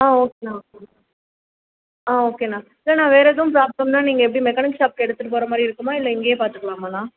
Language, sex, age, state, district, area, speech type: Tamil, female, 18-30, Tamil Nadu, Madurai, urban, conversation